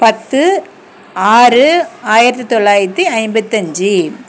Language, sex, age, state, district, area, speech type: Tamil, female, 45-60, Tamil Nadu, Dharmapuri, urban, spontaneous